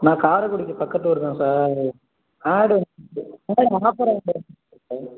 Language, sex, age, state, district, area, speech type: Tamil, male, 18-30, Tamil Nadu, Sivaganga, rural, conversation